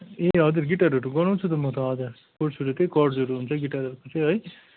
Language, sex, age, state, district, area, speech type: Nepali, male, 45-60, West Bengal, Kalimpong, rural, conversation